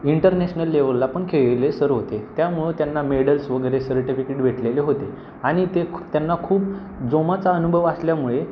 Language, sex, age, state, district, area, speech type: Marathi, male, 18-30, Maharashtra, Pune, urban, spontaneous